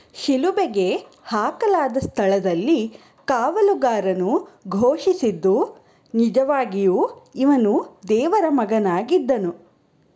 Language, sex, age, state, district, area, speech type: Kannada, female, 30-45, Karnataka, Chikkaballapur, urban, read